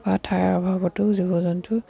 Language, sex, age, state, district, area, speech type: Assamese, female, 60+, Assam, Dibrugarh, rural, spontaneous